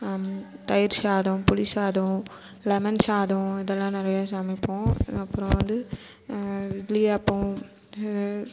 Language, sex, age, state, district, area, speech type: Tamil, female, 18-30, Tamil Nadu, Cuddalore, rural, spontaneous